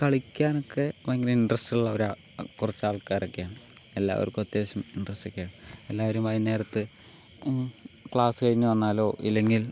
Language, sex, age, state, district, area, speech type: Malayalam, male, 18-30, Kerala, Palakkad, rural, spontaneous